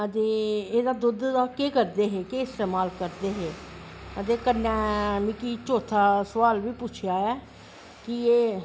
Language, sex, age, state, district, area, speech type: Dogri, male, 45-60, Jammu and Kashmir, Jammu, urban, spontaneous